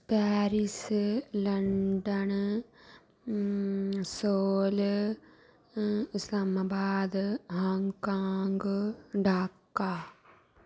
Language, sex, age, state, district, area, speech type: Dogri, female, 30-45, Jammu and Kashmir, Udhampur, urban, spontaneous